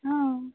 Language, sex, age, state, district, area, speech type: Marathi, female, 45-60, Maharashtra, Amravati, rural, conversation